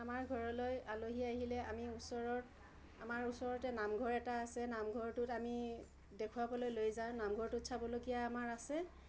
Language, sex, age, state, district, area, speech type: Assamese, female, 30-45, Assam, Udalguri, urban, spontaneous